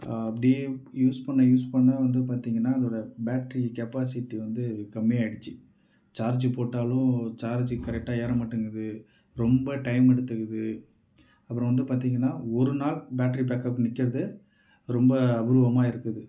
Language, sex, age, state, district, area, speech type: Tamil, male, 45-60, Tamil Nadu, Mayiladuthurai, rural, spontaneous